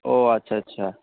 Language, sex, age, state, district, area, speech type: Bengali, male, 18-30, West Bengal, Darjeeling, rural, conversation